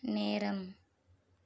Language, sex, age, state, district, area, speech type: Tamil, female, 30-45, Tamil Nadu, Mayiladuthurai, urban, read